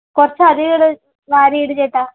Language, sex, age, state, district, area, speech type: Malayalam, female, 30-45, Kerala, Palakkad, rural, conversation